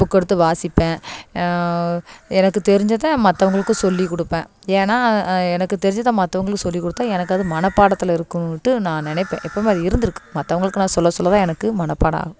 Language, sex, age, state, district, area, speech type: Tamil, female, 30-45, Tamil Nadu, Thoothukudi, urban, spontaneous